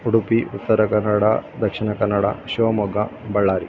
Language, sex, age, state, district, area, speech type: Kannada, male, 30-45, Karnataka, Udupi, rural, spontaneous